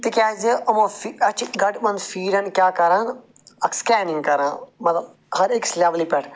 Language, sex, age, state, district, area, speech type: Kashmiri, male, 45-60, Jammu and Kashmir, Srinagar, rural, spontaneous